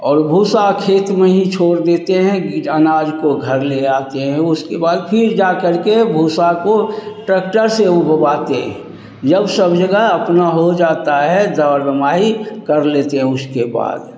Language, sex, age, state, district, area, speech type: Hindi, male, 60+, Bihar, Begusarai, rural, spontaneous